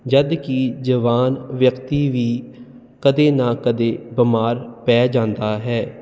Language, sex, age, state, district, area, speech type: Punjabi, male, 30-45, Punjab, Jalandhar, urban, spontaneous